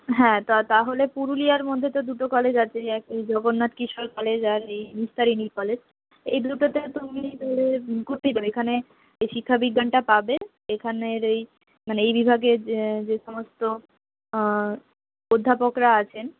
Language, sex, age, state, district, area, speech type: Bengali, female, 30-45, West Bengal, Purulia, urban, conversation